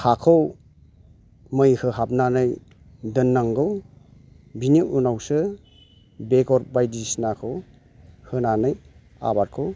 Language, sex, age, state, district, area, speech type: Bodo, male, 45-60, Assam, Chirang, rural, spontaneous